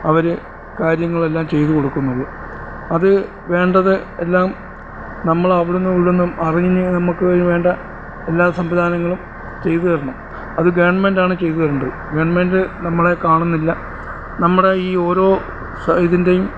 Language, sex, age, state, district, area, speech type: Malayalam, male, 45-60, Kerala, Alappuzha, urban, spontaneous